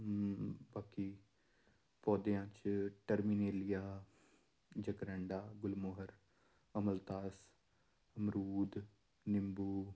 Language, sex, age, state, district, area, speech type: Punjabi, male, 30-45, Punjab, Amritsar, urban, spontaneous